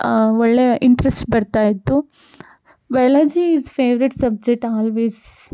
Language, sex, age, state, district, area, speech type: Kannada, female, 18-30, Karnataka, Chitradurga, rural, spontaneous